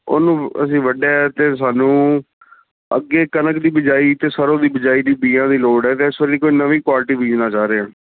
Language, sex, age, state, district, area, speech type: Punjabi, male, 30-45, Punjab, Fazilka, rural, conversation